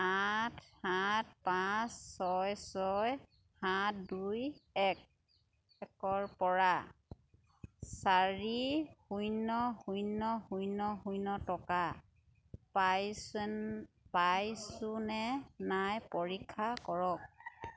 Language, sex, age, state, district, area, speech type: Assamese, female, 30-45, Assam, Sivasagar, rural, read